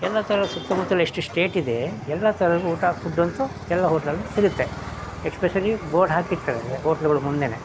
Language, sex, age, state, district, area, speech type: Kannada, male, 60+, Karnataka, Mysore, rural, spontaneous